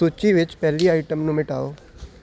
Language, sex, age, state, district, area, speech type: Punjabi, male, 18-30, Punjab, Hoshiarpur, urban, read